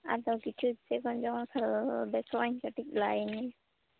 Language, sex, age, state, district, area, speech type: Santali, female, 18-30, West Bengal, Purulia, rural, conversation